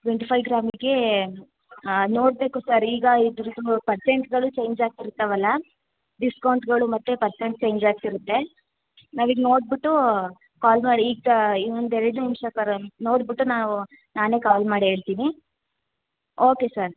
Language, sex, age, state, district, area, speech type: Kannada, female, 18-30, Karnataka, Hassan, rural, conversation